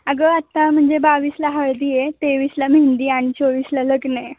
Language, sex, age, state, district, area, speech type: Marathi, female, 18-30, Maharashtra, Ratnagiri, urban, conversation